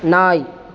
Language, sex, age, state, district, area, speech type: Tamil, female, 30-45, Tamil Nadu, Tiruvannamalai, urban, read